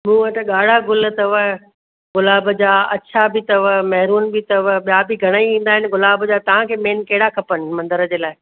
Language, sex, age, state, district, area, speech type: Sindhi, female, 45-60, Rajasthan, Ajmer, urban, conversation